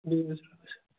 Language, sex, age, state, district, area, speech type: Kashmiri, male, 18-30, Jammu and Kashmir, Kupwara, rural, conversation